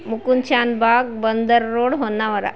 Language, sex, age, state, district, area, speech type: Kannada, female, 45-60, Karnataka, Shimoga, rural, spontaneous